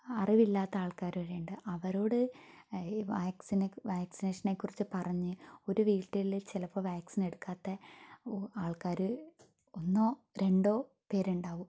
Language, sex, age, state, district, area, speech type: Malayalam, female, 18-30, Kerala, Wayanad, rural, spontaneous